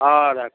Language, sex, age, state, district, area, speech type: Maithili, male, 60+, Bihar, Darbhanga, rural, conversation